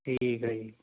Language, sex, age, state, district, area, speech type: Punjabi, male, 30-45, Punjab, Fazilka, rural, conversation